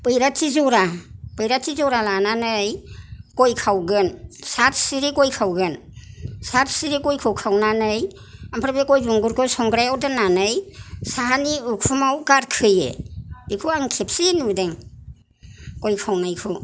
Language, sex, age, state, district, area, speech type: Bodo, female, 60+, Assam, Kokrajhar, rural, spontaneous